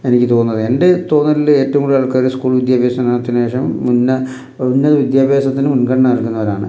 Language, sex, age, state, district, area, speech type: Malayalam, male, 45-60, Kerala, Palakkad, rural, spontaneous